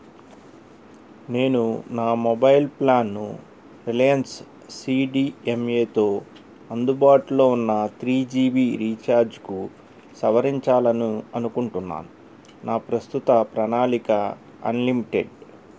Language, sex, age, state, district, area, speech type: Telugu, male, 45-60, Andhra Pradesh, N T Rama Rao, urban, read